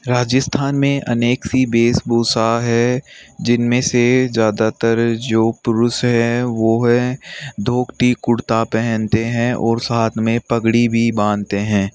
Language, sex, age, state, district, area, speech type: Hindi, male, 45-60, Rajasthan, Jaipur, urban, spontaneous